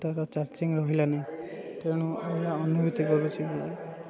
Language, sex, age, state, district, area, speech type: Odia, male, 18-30, Odisha, Puri, urban, spontaneous